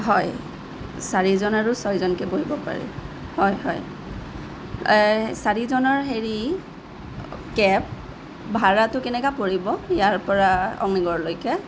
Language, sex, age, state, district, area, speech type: Assamese, female, 18-30, Assam, Sonitpur, rural, spontaneous